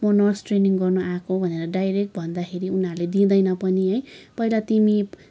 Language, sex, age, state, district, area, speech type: Nepali, female, 18-30, West Bengal, Kalimpong, rural, spontaneous